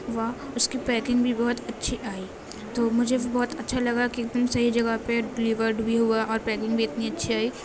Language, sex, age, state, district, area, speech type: Urdu, female, 18-30, Uttar Pradesh, Gautam Buddha Nagar, urban, spontaneous